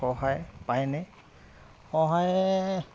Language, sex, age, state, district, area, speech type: Assamese, male, 30-45, Assam, Goalpara, urban, spontaneous